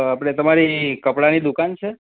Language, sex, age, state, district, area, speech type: Gujarati, male, 30-45, Gujarat, Valsad, urban, conversation